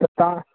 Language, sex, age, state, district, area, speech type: Sindhi, male, 18-30, Rajasthan, Ajmer, urban, conversation